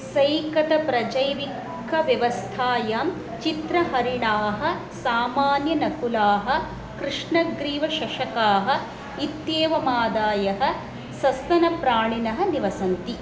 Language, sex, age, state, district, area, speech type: Sanskrit, female, 30-45, Tamil Nadu, Coimbatore, rural, read